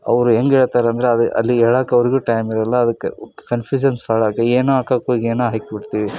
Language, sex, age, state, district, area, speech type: Kannada, male, 30-45, Karnataka, Koppal, rural, spontaneous